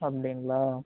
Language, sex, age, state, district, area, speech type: Tamil, male, 18-30, Tamil Nadu, Dharmapuri, rural, conversation